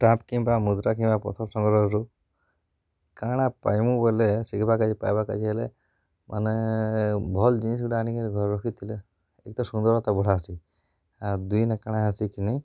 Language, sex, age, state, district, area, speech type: Odia, male, 18-30, Odisha, Kalahandi, rural, spontaneous